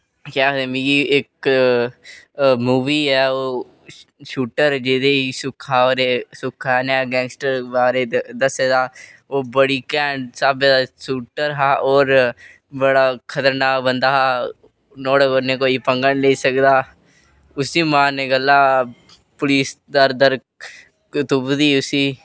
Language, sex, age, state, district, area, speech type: Dogri, male, 18-30, Jammu and Kashmir, Reasi, rural, spontaneous